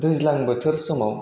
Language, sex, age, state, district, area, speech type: Bodo, male, 18-30, Assam, Chirang, rural, spontaneous